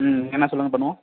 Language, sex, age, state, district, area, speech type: Tamil, male, 18-30, Tamil Nadu, Ariyalur, rural, conversation